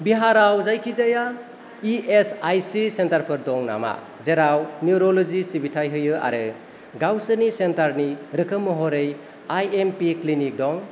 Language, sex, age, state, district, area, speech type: Bodo, male, 30-45, Assam, Kokrajhar, urban, read